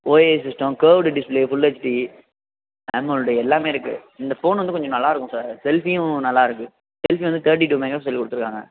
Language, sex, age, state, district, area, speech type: Tamil, male, 18-30, Tamil Nadu, Perambalur, rural, conversation